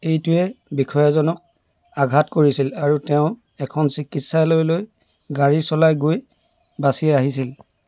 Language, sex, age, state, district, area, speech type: Assamese, male, 60+, Assam, Dibrugarh, rural, read